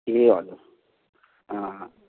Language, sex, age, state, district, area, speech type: Nepali, male, 30-45, West Bengal, Jalpaiguri, rural, conversation